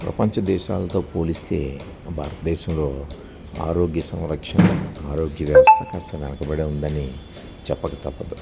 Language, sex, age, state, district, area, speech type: Telugu, male, 60+, Andhra Pradesh, Anakapalli, urban, spontaneous